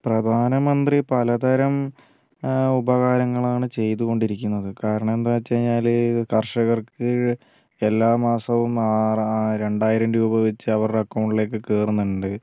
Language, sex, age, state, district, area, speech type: Malayalam, female, 18-30, Kerala, Wayanad, rural, spontaneous